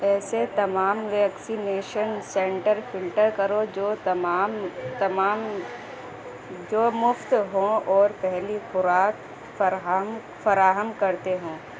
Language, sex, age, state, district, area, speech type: Urdu, female, 18-30, Uttar Pradesh, Gautam Buddha Nagar, rural, read